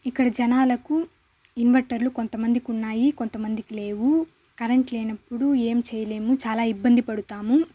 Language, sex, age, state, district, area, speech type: Telugu, female, 18-30, Andhra Pradesh, Sri Balaji, urban, spontaneous